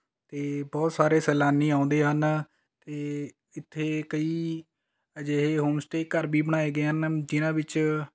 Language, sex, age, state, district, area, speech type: Punjabi, male, 18-30, Punjab, Rupnagar, rural, spontaneous